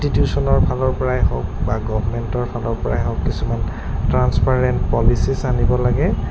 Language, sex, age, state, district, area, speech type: Assamese, male, 30-45, Assam, Goalpara, urban, spontaneous